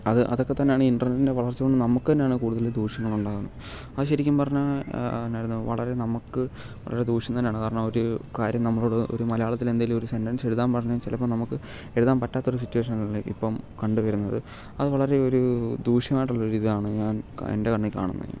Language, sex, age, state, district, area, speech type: Malayalam, male, 18-30, Kerala, Kottayam, rural, spontaneous